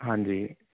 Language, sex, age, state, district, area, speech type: Punjabi, male, 18-30, Punjab, Fazilka, urban, conversation